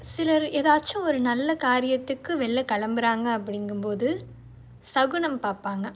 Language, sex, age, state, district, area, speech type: Tamil, female, 18-30, Tamil Nadu, Nagapattinam, rural, spontaneous